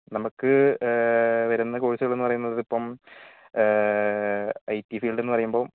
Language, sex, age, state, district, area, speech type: Malayalam, male, 18-30, Kerala, Wayanad, rural, conversation